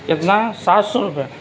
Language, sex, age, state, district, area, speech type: Urdu, male, 30-45, Uttar Pradesh, Gautam Buddha Nagar, urban, spontaneous